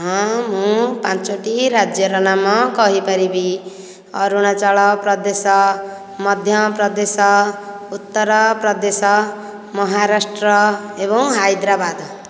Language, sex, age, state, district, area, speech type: Odia, female, 30-45, Odisha, Nayagarh, rural, spontaneous